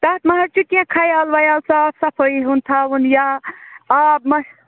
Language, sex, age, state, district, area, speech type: Kashmiri, female, 18-30, Jammu and Kashmir, Ganderbal, rural, conversation